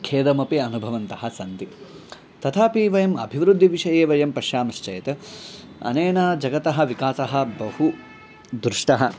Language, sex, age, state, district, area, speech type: Sanskrit, male, 18-30, Telangana, Medchal, rural, spontaneous